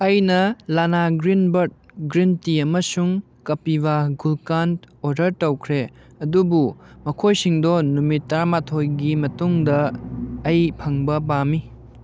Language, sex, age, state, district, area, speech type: Manipuri, male, 18-30, Manipur, Kangpokpi, urban, read